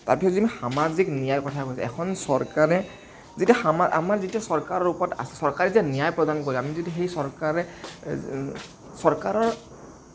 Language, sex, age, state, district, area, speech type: Assamese, male, 18-30, Assam, Kamrup Metropolitan, urban, spontaneous